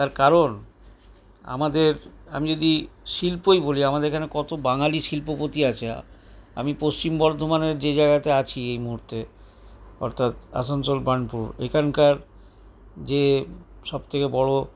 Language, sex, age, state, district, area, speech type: Bengali, male, 60+, West Bengal, Paschim Bardhaman, urban, spontaneous